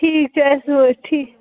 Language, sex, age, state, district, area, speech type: Kashmiri, female, 18-30, Jammu and Kashmir, Shopian, rural, conversation